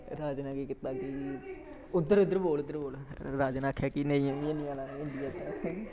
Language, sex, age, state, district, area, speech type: Dogri, male, 18-30, Jammu and Kashmir, Samba, rural, spontaneous